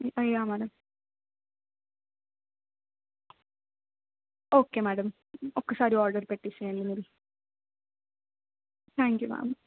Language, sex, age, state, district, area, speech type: Telugu, female, 18-30, Telangana, Jangaon, urban, conversation